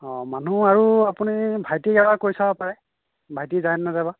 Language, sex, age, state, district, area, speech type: Assamese, male, 45-60, Assam, Nagaon, rural, conversation